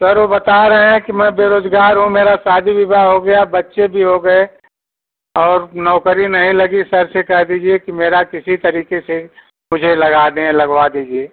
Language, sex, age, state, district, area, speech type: Hindi, male, 60+, Uttar Pradesh, Azamgarh, rural, conversation